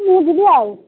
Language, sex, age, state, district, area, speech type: Odia, female, 60+, Odisha, Kendrapara, urban, conversation